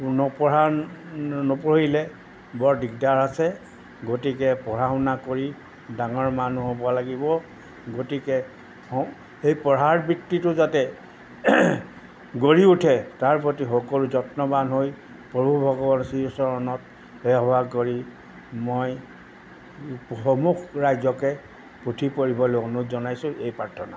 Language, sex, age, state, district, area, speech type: Assamese, male, 60+, Assam, Golaghat, urban, spontaneous